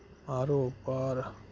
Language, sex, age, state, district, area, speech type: Dogri, male, 18-30, Jammu and Kashmir, Kathua, rural, spontaneous